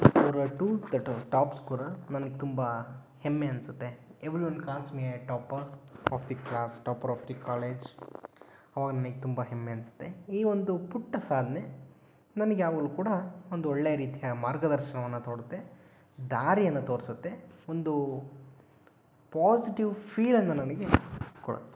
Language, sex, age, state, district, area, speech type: Kannada, male, 18-30, Karnataka, Tumkur, rural, spontaneous